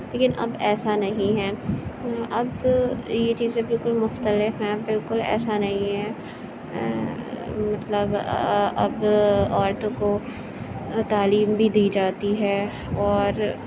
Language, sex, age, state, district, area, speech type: Urdu, female, 30-45, Uttar Pradesh, Aligarh, urban, spontaneous